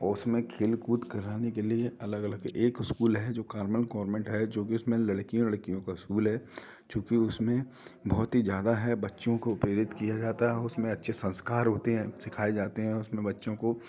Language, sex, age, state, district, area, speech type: Hindi, male, 45-60, Madhya Pradesh, Gwalior, urban, spontaneous